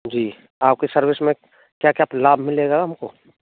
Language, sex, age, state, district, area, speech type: Hindi, male, 18-30, Rajasthan, Bharatpur, rural, conversation